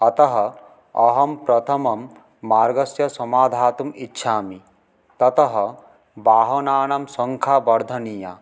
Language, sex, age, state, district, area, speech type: Sanskrit, male, 18-30, West Bengal, Paschim Medinipur, urban, spontaneous